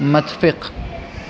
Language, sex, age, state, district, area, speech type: Urdu, male, 60+, Uttar Pradesh, Shahjahanpur, rural, read